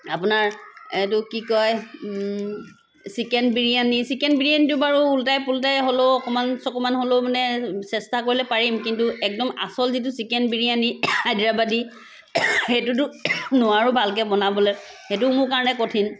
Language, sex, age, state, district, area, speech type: Assamese, female, 30-45, Assam, Sivasagar, rural, spontaneous